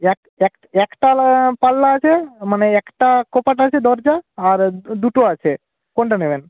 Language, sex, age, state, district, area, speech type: Bengali, male, 18-30, West Bengal, Jalpaiguri, rural, conversation